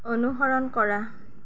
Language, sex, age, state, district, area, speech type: Assamese, female, 18-30, Assam, Darrang, rural, read